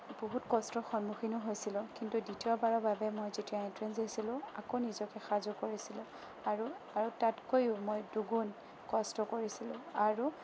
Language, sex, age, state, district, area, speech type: Assamese, female, 18-30, Assam, Sonitpur, urban, spontaneous